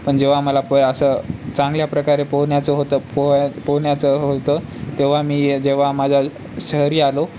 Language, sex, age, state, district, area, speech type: Marathi, male, 18-30, Maharashtra, Nanded, urban, spontaneous